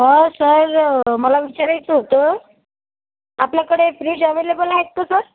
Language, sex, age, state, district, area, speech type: Marathi, female, 18-30, Maharashtra, Jalna, urban, conversation